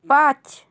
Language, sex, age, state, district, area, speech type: Bengali, female, 60+, West Bengal, South 24 Parganas, rural, read